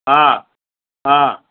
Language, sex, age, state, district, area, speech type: Gujarati, male, 60+, Gujarat, Kheda, rural, conversation